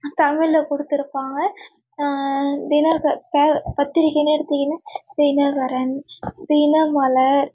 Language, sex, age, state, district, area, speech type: Tamil, female, 18-30, Tamil Nadu, Nagapattinam, rural, spontaneous